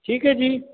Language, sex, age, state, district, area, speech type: Hindi, male, 45-60, Uttar Pradesh, Hardoi, rural, conversation